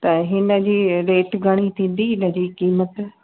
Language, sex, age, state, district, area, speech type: Sindhi, female, 30-45, Rajasthan, Ajmer, urban, conversation